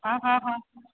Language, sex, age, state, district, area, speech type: Sindhi, female, 30-45, Gujarat, Surat, urban, conversation